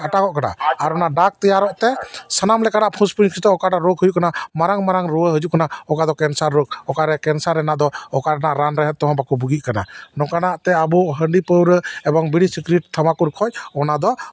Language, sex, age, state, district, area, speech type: Santali, male, 45-60, West Bengal, Dakshin Dinajpur, rural, spontaneous